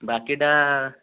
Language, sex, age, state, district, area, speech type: Odia, male, 18-30, Odisha, Boudh, rural, conversation